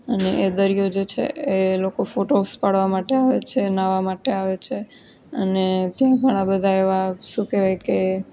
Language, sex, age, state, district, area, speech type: Gujarati, female, 18-30, Gujarat, Junagadh, urban, spontaneous